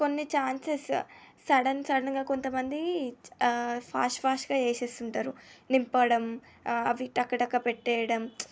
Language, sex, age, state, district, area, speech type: Telugu, female, 18-30, Telangana, Medchal, urban, spontaneous